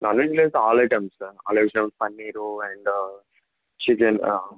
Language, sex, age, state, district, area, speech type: Telugu, male, 18-30, Andhra Pradesh, N T Rama Rao, urban, conversation